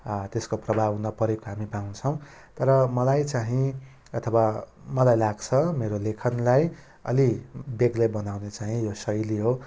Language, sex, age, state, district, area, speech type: Nepali, male, 30-45, West Bengal, Darjeeling, rural, spontaneous